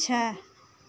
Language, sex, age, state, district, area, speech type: Hindi, female, 45-60, Uttar Pradesh, Pratapgarh, rural, read